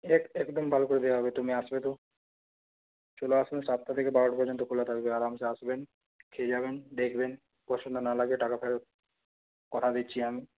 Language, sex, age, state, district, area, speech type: Bengali, male, 18-30, West Bengal, Purulia, rural, conversation